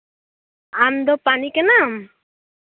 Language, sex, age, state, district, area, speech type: Santali, female, 30-45, West Bengal, Malda, rural, conversation